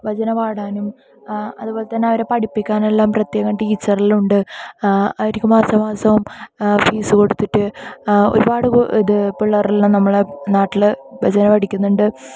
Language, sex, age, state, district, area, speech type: Malayalam, female, 18-30, Kerala, Kasaragod, rural, spontaneous